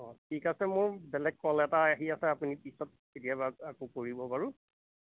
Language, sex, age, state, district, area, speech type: Assamese, male, 45-60, Assam, Majuli, rural, conversation